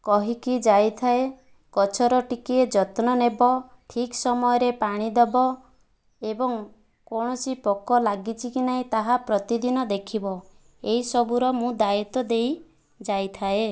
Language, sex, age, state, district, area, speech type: Odia, female, 18-30, Odisha, Kandhamal, rural, spontaneous